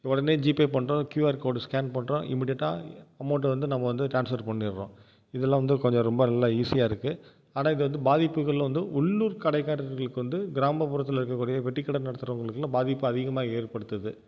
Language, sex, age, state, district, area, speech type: Tamil, male, 30-45, Tamil Nadu, Tiruvarur, rural, spontaneous